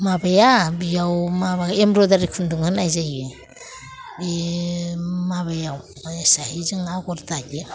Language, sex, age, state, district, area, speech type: Bodo, female, 45-60, Assam, Udalguri, urban, spontaneous